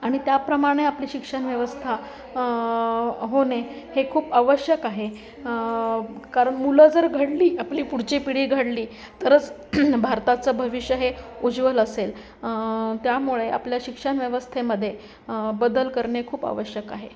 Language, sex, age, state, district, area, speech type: Marathi, female, 45-60, Maharashtra, Nanded, urban, spontaneous